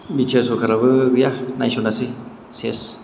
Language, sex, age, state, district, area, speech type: Bodo, male, 18-30, Assam, Chirang, urban, spontaneous